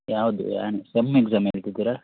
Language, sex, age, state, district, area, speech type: Kannada, male, 18-30, Karnataka, Dakshina Kannada, rural, conversation